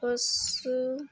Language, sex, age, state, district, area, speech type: Odia, female, 18-30, Odisha, Nabarangpur, urban, spontaneous